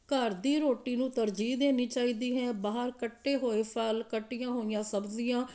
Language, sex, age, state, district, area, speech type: Punjabi, female, 45-60, Punjab, Amritsar, urban, spontaneous